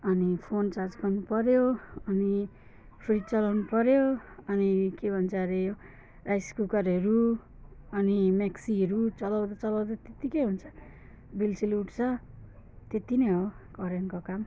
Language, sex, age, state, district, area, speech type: Nepali, female, 45-60, West Bengal, Alipurduar, rural, spontaneous